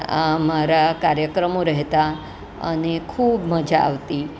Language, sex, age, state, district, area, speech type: Gujarati, female, 60+, Gujarat, Surat, urban, spontaneous